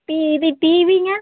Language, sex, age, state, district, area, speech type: Tamil, female, 18-30, Tamil Nadu, Namakkal, rural, conversation